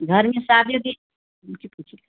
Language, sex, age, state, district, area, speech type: Hindi, female, 60+, Uttar Pradesh, Mau, rural, conversation